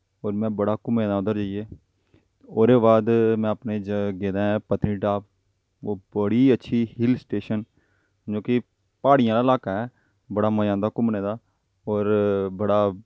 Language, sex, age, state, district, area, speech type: Dogri, male, 30-45, Jammu and Kashmir, Jammu, rural, spontaneous